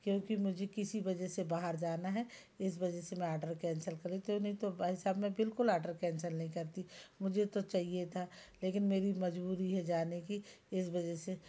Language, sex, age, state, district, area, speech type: Hindi, female, 45-60, Madhya Pradesh, Jabalpur, urban, spontaneous